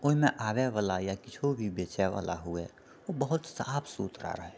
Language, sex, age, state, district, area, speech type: Maithili, male, 30-45, Bihar, Purnia, rural, spontaneous